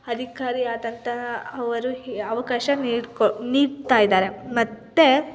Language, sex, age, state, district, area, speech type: Kannada, female, 18-30, Karnataka, Chitradurga, urban, spontaneous